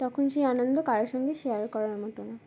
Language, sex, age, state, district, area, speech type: Bengali, female, 18-30, West Bengal, Uttar Dinajpur, urban, spontaneous